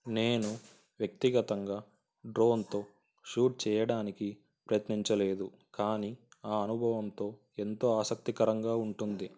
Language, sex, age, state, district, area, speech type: Telugu, male, 18-30, Andhra Pradesh, Sri Satya Sai, urban, spontaneous